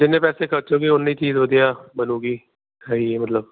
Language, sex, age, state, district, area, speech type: Punjabi, male, 30-45, Punjab, Jalandhar, urban, conversation